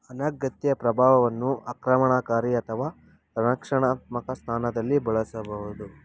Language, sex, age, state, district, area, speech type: Kannada, male, 30-45, Karnataka, Bangalore Rural, rural, read